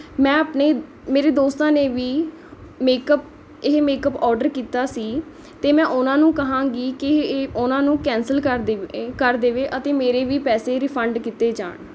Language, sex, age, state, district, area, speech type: Punjabi, female, 18-30, Punjab, Mohali, rural, spontaneous